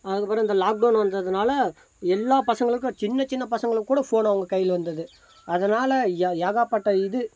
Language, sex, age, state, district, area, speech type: Tamil, male, 30-45, Tamil Nadu, Dharmapuri, rural, spontaneous